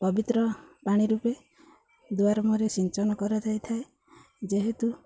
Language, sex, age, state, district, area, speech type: Odia, female, 30-45, Odisha, Jagatsinghpur, rural, spontaneous